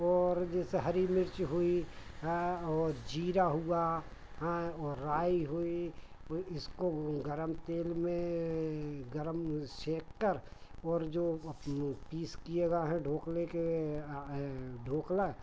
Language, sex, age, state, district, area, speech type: Hindi, male, 45-60, Madhya Pradesh, Hoshangabad, rural, spontaneous